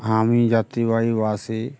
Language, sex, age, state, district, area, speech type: Bengali, male, 45-60, West Bengal, Uttar Dinajpur, urban, spontaneous